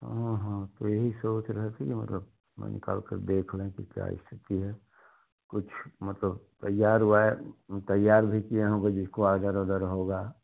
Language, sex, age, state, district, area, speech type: Hindi, male, 60+, Uttar Pradesh, Chandauli, rural, conversation